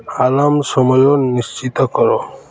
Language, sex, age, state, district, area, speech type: Odia, male, 30-45, Odisha, Balangir, urban, read